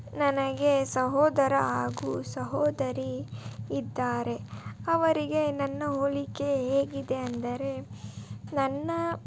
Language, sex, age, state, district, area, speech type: Kannada, female, 18-30, Karnataka, Tumkur, urban, spontaneous